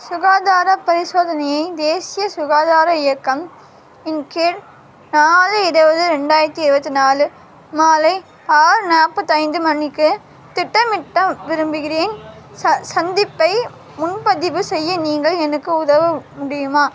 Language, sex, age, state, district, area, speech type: Tamil, female, 18-30, Tamil Nadu, Vellore, urban, read